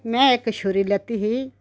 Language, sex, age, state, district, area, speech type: Dogri, female, 60+, Jammu and Kashmir, Udhampur, rural, spontaneous